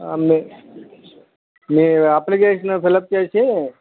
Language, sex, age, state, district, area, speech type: Telugu, male, 60+, Andhra Pradesh, Krishna, urban, conversation